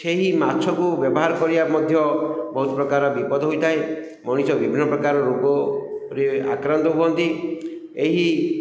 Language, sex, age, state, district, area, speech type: Odia, male, 45-60, Odisha, Ganjam, urban, spontaneous